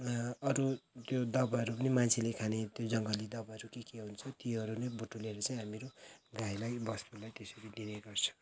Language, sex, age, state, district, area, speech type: Nepali, male, 45-60, West Bengal, Kalimpong, rural, spontaneous